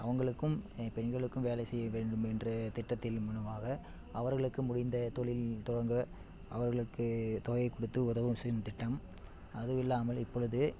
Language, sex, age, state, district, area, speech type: Tamil, male, 18-30, Tamil Nadu, Namakkal, rural, spontaneous